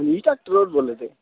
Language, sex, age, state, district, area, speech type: Dogri, male, 18-30, Jammu and Kashmir, Udhampur, urban, conversation